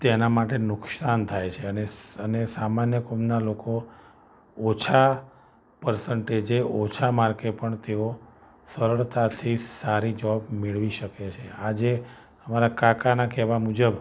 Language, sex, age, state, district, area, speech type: Gujarati, male, 45-60, Gujarat, Ahmedabad, urban, spontaneous